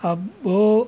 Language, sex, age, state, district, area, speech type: Telugu, male, 60+, Andhra Pradesh, West Godavari, rural, read